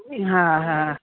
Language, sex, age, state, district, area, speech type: Sindhi, female, 45-60, Delhi, South Delhi, urban, conversation